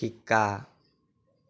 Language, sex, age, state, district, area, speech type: Assamese, male, 18-30, Assam, Sonitpur, rural, read